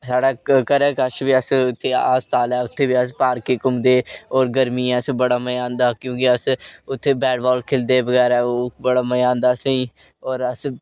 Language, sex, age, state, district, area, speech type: Dogri, male, 18-30, Jammu and Kashmir, Reasi, rural, spontaneous